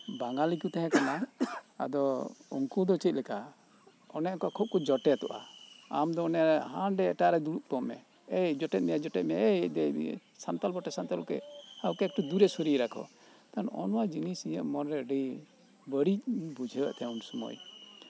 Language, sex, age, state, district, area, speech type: Santali, male, 60+, West Bengal, Birbhum, rural, spontaneous